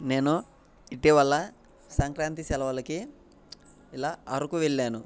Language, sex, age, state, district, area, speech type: Telugu, male, 18-30, Andhra Pradesh, Bapatla, rural, spontaneous